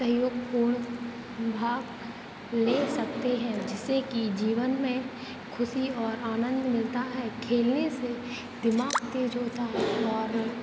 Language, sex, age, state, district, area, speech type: Hindi, female, 18-30, Madhya Pradesh, Hoshangabad, urban, spontaneous